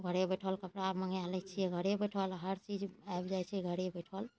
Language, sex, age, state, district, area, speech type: Maithili, female, 60+, Bihar, Araria, rural, spontaneous